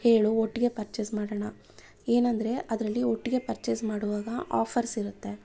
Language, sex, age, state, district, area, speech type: Kannada, female, 30-45, Karnataka, Bangalore Urban, urban, spontaneous